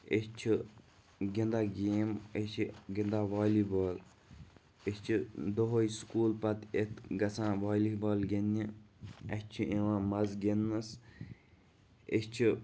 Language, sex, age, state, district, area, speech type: Kashmiri, male, 18-30, Jammu and Kashmir, Bandipora, rural, spontaneous